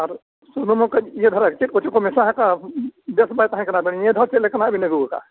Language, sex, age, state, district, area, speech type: Santali, male, 60+, Odisha, Mayurbhanj, rural, conversation